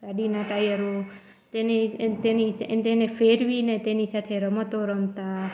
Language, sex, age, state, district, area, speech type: Gujarati, female, 18-30, Gujarat, Junagadh, rural, spontaneous